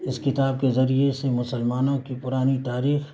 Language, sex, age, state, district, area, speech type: Urdu, male, 45-60, Bihar, Saharsa, rural, spontaneous